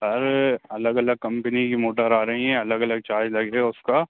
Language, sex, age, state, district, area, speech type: Hindi, male, 18-30, Madhya Pradesh, Hoshangabad, urban, conversation